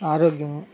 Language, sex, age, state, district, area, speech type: Telugu, male, 18-30, Andhra Pradesh, Guntur, rural, spontaneous